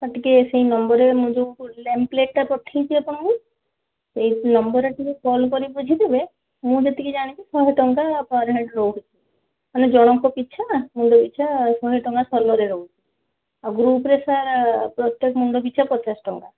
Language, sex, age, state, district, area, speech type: Odia, female, 30-45, Odisha, Balasore, rural, conversation